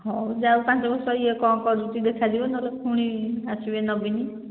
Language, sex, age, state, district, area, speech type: Odia, female, 45-60, Odisha, Angul, rural, conversation